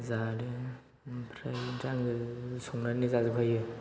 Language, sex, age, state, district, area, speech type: Bodo, male, 18-30, Assam, Chirang, rural, spontaneous